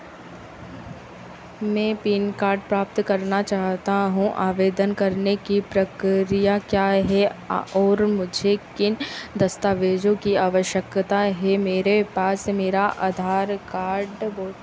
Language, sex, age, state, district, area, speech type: Hindi, female, 18-30, Madhya Pradesh, Harda, urban, read